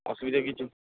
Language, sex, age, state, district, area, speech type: Bengali, male, 18-30, West Bengal, Purba Bardhaman, urban, conversation